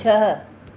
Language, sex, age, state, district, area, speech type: Sindhi, female, 45-60, Delhi, South Delhi, urban, read